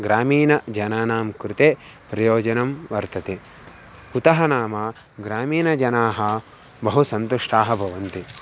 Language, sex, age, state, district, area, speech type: Sanskrit, male, 18-30, Andhra Pradesh, Guntur, rural, spontaneous